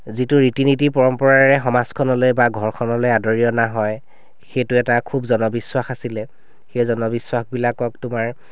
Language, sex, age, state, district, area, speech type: Assamese, male, 30-45, Assam, Sivasagar, urban, spontaneous